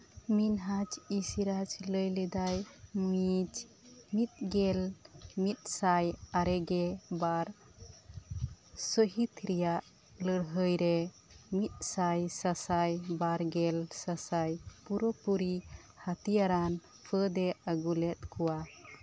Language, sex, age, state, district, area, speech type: Santali, female, 30-45, West Bengal, Birbhum, rural, read